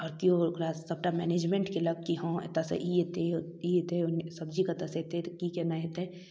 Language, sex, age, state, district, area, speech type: Maithili, female, 18-30, Bihar, Darbhanga, rural, spontaneous